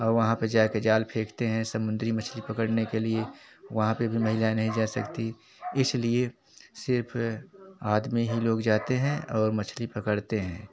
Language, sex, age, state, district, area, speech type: Hindi, male, 45-60, Uttar Pradesh, Jaunpur, rural, spontaneous